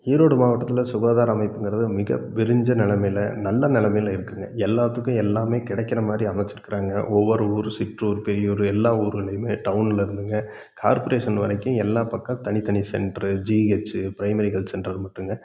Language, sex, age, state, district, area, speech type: Tamil, male, 45-60, Tamil Nadu, Erode, urban, spontaneous